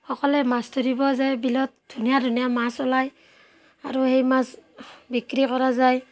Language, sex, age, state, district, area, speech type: Assamese, female, 30-45, Assam, Barpeta, rural, spontaneous